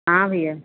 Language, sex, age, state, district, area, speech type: Hindi, female, 45-60, Uttar Pradesh, Lucknow, rural, conversation